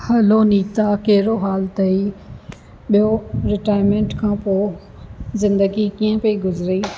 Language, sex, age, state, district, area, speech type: Sindhi, female, 45-60, Rajasthan, Ajmer, urban, spontaneous